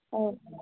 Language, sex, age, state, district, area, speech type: Bodo, female, 30-45, Assam, Chirang, rural, conversation